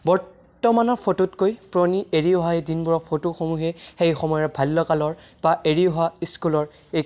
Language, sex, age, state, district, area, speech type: Assamese, male, 18-30, Assam, Barpeta, rural, spontaneous